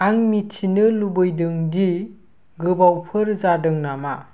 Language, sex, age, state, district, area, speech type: Bodo, male, 18-30, Assam, Kokrajhar, rural, read